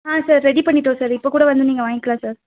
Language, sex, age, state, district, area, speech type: Tamil, female, 30-45, Tamil Nadu, Nilgiris, urban, conversation